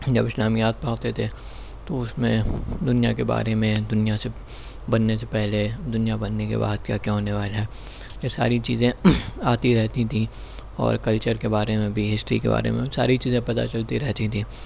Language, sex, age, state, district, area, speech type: Urdu, male, 18-30, Uttar Pradesh, Shahjahanpur, urban, spontaneous